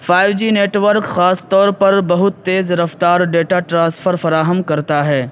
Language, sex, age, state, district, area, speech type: Urdu, male, 18-30, Uttar Pradesh, Saharanpur, urban, spontaneous